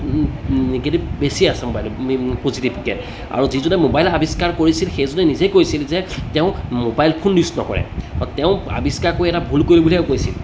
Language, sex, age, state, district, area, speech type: Assamese, male, 30-45, Assam, Jorhat, urban, spontaneous